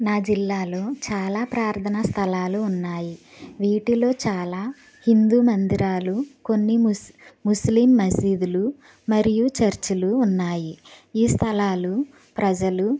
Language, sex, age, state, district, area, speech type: Telugu, female, 45-60, Andhra Pradesh, West Godavari, rural, spontaneous